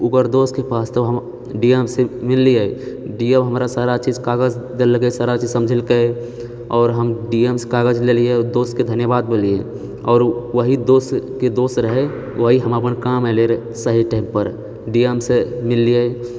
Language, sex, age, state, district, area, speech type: Maithili, male, 30-45, Bihar, Purnia, rural, spontaneous